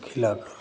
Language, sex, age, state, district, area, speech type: Hindi, male, 60+, Uttar Pradesh, Chandauli, rural, spontaneous